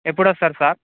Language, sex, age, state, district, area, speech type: Telugu, male, 18-30, Telangana, Khammam, urban, conversation